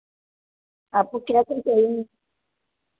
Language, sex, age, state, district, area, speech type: Hindi, female, 18-30, Uttar Pradesh, Chandauli, rural, conversation